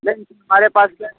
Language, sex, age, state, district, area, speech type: Hindi, male, 18-30, Uttar Pradesh, Mirzapur, rural, conversation